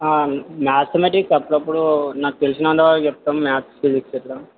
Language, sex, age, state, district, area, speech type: Telugu, male, 18-30, Telangana, Sangareddy, urban, conversation